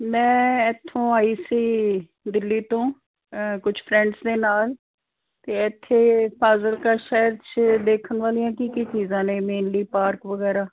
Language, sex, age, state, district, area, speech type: Punjabi, female, 60+, Punjab, Fazilka, rural, conversation